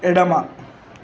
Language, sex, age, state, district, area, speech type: Telugu, male, 45-60, Telangana, Mancherial, rural, read